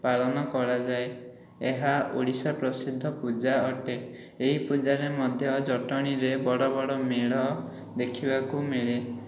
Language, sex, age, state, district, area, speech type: Odia, male, 18-30, Odisha, Khordha, rural, spontaneous